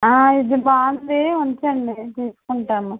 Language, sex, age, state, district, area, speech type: Telugu, female, 45-60, Andhra Pradesh, West Godavari, rural, conversation